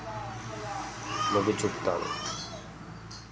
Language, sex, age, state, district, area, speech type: Telugu, male, 30-45, Telangana, Jangaon, rural, spontaneous